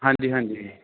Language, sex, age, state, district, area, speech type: Punjabi, male, 30-45, Punjab, Barnala, rural, conversation